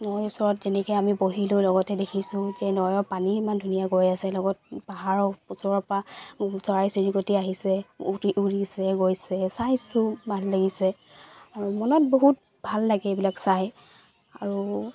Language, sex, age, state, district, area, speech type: Assamese, female, 18-30, Assam, Charaideo, rural, spontaneous